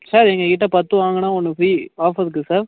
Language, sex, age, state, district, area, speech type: Tamil, male, 30-45, Tamil Nadu, Cuddalore, rural, conversation